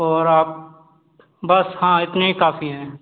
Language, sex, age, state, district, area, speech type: Hindi, male, 18-30, Madhya Pradesh, Gwalior, urban, conversation